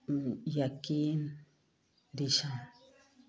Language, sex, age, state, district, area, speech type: Manipuri, female, 60+, Manipur, Tengnoupal, rural, spontaneous